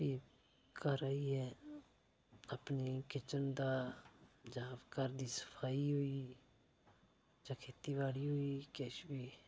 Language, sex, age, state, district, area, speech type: Dogri, male, 30-45, Jammu and Kashmir, Udhampur, rural, spontaneous